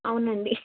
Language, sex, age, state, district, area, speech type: Telugu, female, 18-30, Andhra Pradesh, Krishna, urban, conversation